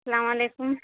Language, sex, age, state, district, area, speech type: Urdu, female, 30-45, Bihar, Khagaria, rural, conversation